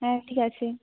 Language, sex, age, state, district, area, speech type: Bengali, female, 18-30, West Bengal, Jhargram, rural, conversation